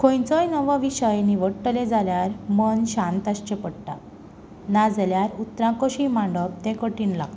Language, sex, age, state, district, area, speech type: Goan Konkani, female, 18-30, Goa, Tiswadi, rural, spontaneous